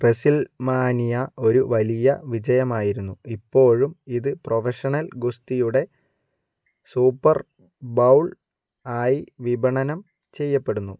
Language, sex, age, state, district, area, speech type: Malayalam, male, 30-45, Kerala, Kozhikode, urban, read